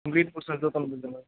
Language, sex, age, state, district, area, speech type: Punjabi, male, 30-45, Punjab, Mansa, urban, conversation